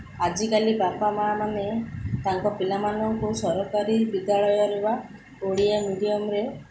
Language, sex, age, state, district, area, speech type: Odia, female, 30-45, Odisha, Sundergarh, urban, spontaneous